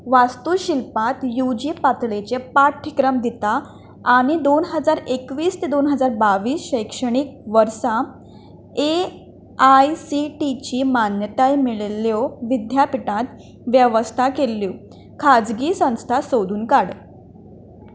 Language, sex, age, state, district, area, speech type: Goan Konkani, female, 18-30, Goa, Canacona, rural, read